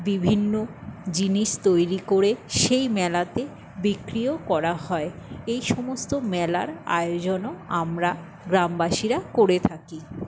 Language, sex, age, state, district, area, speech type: Bengali, female, 60+, West Bengal, Jhargram, rural, spontaneous